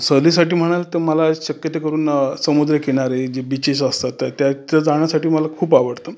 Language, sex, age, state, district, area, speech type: Marathi, male, 45-60, Maharashtra, Raigad, rural, spontaneous